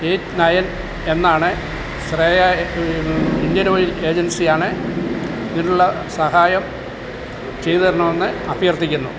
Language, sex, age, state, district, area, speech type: Malayalam, male, 60+, Kerala, Kottayam, urban, spontaneous